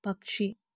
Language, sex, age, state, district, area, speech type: Malayalam, female, 30-45, Kerala, Palakkad, rural, read